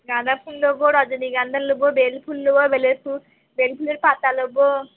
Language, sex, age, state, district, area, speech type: Bengali, female, 60+, West Bengal, Purba Bardhaman, rural, conversation